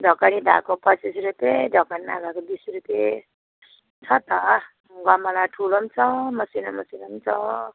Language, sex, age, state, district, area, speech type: Nepali, female, 45-60, West Bengal, Jalpaiguri, rural, conversation